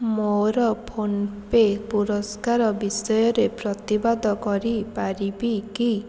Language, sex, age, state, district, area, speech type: Odia, female, 45-60, Odisha, Puri, urban, read